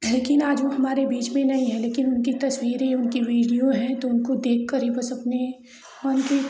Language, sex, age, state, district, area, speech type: Hindi, female, 18-30, Uttar Pradesh, Chandauli, rural, spontaneous